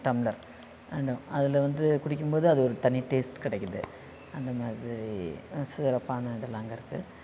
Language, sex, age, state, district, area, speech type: Tamil, female, 45-60, Tamil Nadu, Thanjavur, rural, spontaneous